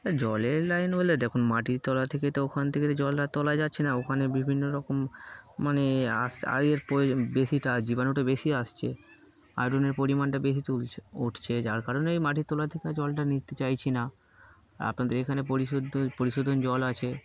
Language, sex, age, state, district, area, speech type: Bengali, male, 18-30, West Bengal, Darjeeling, urban, spontaneous